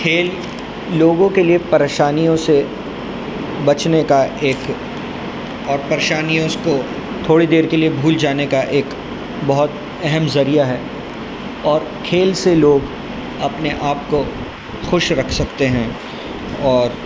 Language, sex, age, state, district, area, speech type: Urdu, male, 18-30, Delhi, North East Delhi, urban, spontaneous